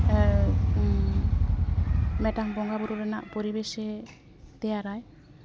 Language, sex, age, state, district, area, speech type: Santali, female, 30-45, West Bengal, Jhargram, rural, spontaneous